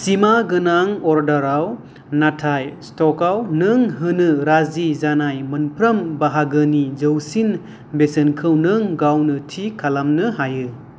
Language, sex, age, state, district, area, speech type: Bodo, male, 30-45, Assam, Kokrajhar, rural, read